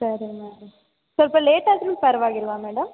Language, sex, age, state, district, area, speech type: Kannada, female, 18-30, Karnataka, Chikkaballapur, rural, conversation